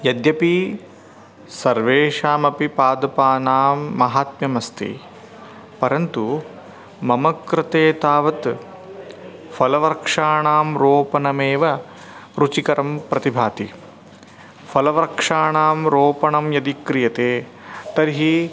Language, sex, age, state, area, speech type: Sanskrit, male, 30-45, Rajasthan, urban, spontaneous